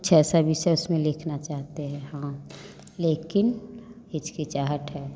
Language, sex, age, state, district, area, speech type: Hindi, female, 30-45, Bihar, Vaishali, urban, spontaneous